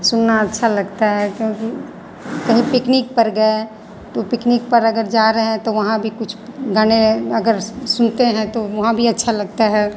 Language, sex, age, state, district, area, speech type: Hindi, female, 45-60, Bihar, Madhepura, rural, spontaneous